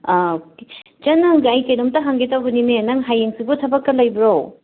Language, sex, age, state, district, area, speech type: Manipuri, female, 30-45, Manipur, Imphal West, urban, conversation